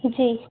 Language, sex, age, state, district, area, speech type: Hindi, female, 18-30, Madhya Pradesh, Gwalior, urban, conversation